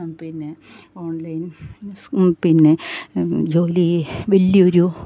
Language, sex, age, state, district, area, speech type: Malayalam, female, 60+, Kerala, Pathanamthitta, rural, spontaneous